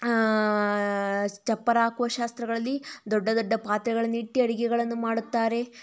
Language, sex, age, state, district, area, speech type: Kannada, female, 30-45, Karnataka, Tumkur, rural, spontaneous